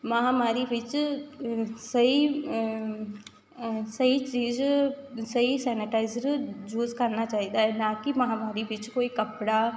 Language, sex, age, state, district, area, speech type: Punjabi, female, 18-30, Punjab, Shaheed Bhagat Singh Nagar, rural, spontaneous